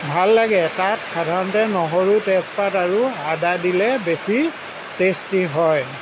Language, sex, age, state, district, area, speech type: Assamese, male, 60+, Assam, Lakhimpur, rural, spontaneous